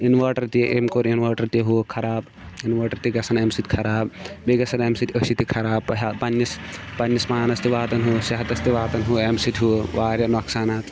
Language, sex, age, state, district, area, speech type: Kashmiri, male, 18-30, Jammu and Kashmir, Shopian, rural, spontaneous